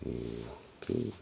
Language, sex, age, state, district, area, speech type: Dogri, male, 45-60, Jammu and Kashmir, Udhampur, rural, spontaneous